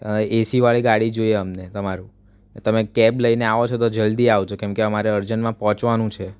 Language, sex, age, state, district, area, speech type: Gujarati, male, 18-30, Gujarat, Surat, urban, spontaneous